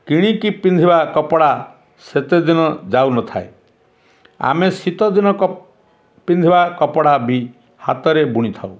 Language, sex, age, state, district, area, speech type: Odia, male, 60+, Odisha, Ganjam, urban, spontaneous